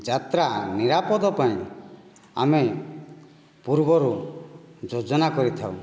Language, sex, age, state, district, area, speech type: Odia, male, 30-45, Odisha, Kandhamal, rural, spontaneous